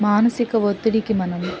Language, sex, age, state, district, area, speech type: Telugu, female, 30-45, Andhra Pradesh, Guntur, rural, spontaneous